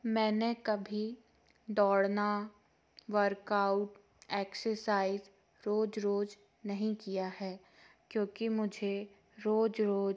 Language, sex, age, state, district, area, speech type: Hindi, female, 30-45, Madhya Pradesh, Jabalpur, urban, spontaneous